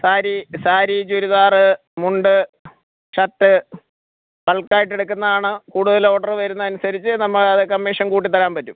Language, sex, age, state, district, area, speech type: Malayalam, male, 45-60, Kerala, Alappuzha, rural, conversation